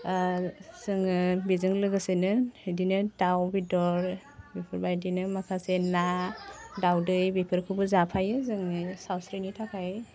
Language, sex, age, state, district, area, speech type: Bodo, female, 18-30, Assam, Udalguri, urban, spontaneous